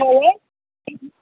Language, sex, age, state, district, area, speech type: Nepali, female, 60+, West Bengal, Kalimpong, rural, conversation